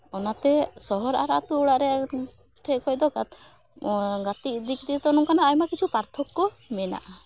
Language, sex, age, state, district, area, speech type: Santali, female, 18-30, West Bengal, Malda, rural, spontaneous